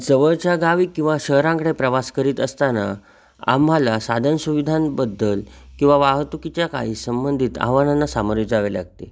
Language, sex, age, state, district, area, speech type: Marathi, male, 30-45, Maharashtra, Sindhudurg, rural, spontaneous